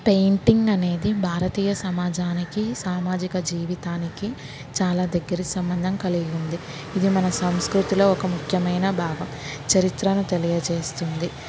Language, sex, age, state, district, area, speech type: Telugu, female, 30-45, Andhra Pradesh, Kurnool, urban, spontaneous